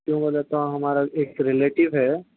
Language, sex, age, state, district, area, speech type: Urdu, male, 18-30, Telangana, Hyderabad, urban, conversation